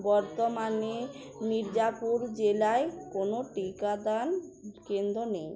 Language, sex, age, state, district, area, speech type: Bengali, female, 45-60, West Bengal, Uttar Dinajpur, urban, read